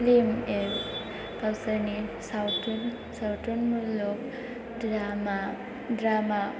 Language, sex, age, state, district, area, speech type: Bodo, female, 18-30, Assam, Chirang, rural, spontaneous